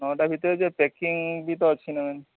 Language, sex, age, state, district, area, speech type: Odia, male, 45-60, Odisha, Sundergarh, rural, conversation